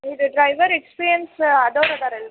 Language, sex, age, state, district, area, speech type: Kannada, female, 18-30, Karnataka, Dharwad, urban, conversation